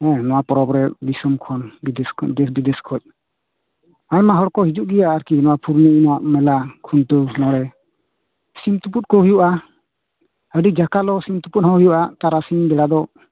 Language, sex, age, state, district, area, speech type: Santali, male, 45-60, West Bengal, Bankura, rural, conversation